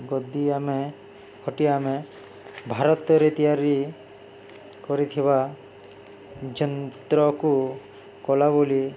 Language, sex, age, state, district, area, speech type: Odia, male, 30-45, Odisha, Balangir, urban, spontaneous